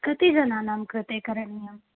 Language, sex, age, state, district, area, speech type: Sanskrit, female, 18-30, Karnataka, Uttara Kannada, rural, conversation